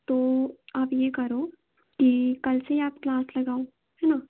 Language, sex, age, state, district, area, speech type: Hindi, female, 18-30, Madhya Pradesh, Chhindwara, urban, conversation